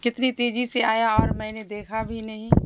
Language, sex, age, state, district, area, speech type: Urdu, female, 30-45, Bihar, Saharsa, rural, spontaneous